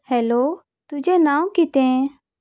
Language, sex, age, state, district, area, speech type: Goan Konkani, female, 18-30, Goa, Salcete, rural, read